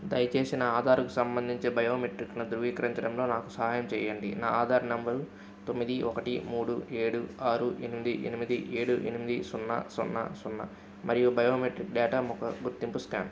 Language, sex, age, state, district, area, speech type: Telugu, male, 18-30, Andhra Pradesh, N T Rama Rao, urban, read